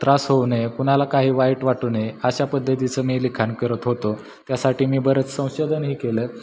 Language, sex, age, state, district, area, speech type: Marathi, male, 18-30, Maharashtra, Satara, rural, spontaneous